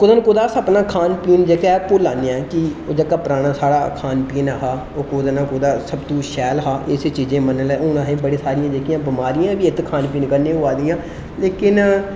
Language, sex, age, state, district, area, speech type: Dogri, male, 18-30, Jammu and Kashmir, Reasi, rural, spontaneous